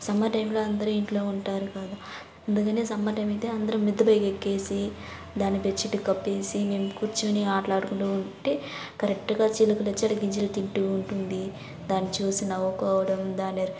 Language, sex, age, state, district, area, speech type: Telugu, female, 18-30, Andhra Pradesh, Sri Balaji, rural, spontaneous